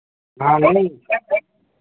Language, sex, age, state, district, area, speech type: Hindi, male, 45-60, Rajasthan, Bharatpur, urban, conversation